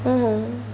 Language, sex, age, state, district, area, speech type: Odia, female, 18-30, Odisha, Malkangiri, urban, spontaneous